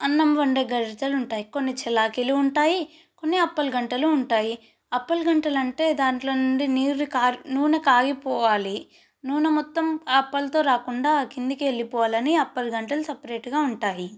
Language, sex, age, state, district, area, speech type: Telugu, female, 18-30, Telangana, Nalgonda, urban, spontaneous